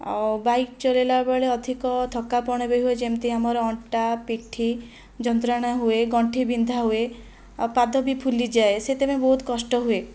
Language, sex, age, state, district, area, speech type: Odia, female, 30-45, Odisha, Kandhamal, rural, spontaneous